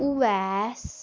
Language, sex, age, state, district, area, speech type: Kashmiri, female, 18-30, Jammu and Kashmir, Baramulla, rural, spontaneous